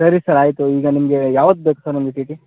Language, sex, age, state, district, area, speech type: Kannada, male, 30-45, Karnataka, Mandya, rural, conversation